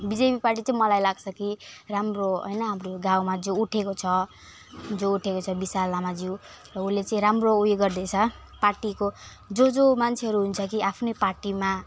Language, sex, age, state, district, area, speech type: Nepali, female, 18-30, West Bengal, Alipurduar, urban, spontaneous